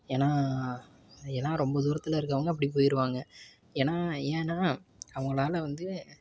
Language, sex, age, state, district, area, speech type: Tamil, male, 18-30, Tamil Nadu, Tiruppur, rural, spontaneous